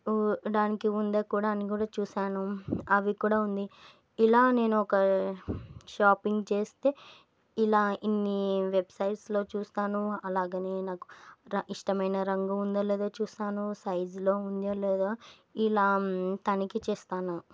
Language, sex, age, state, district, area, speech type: Telugu, female, 18-30, Andhra Pradesh, Nandyal, urban, spontaneous